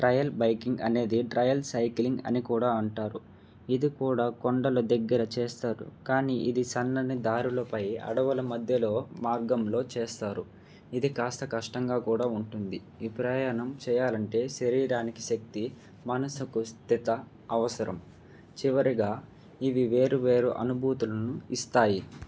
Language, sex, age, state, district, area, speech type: Telugu, male, 18-30, Andhra Pradesh, Nandyal, urban, spontaneous